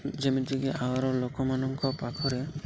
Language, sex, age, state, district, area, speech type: Odia, male, 18-30, Odisha, Malkangiri, urban, spontaneous